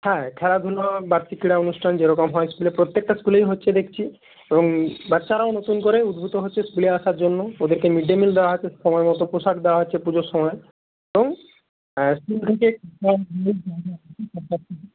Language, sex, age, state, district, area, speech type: Bengali, male, 30-45, West Bengal, Purba Medinipur, rural, conversation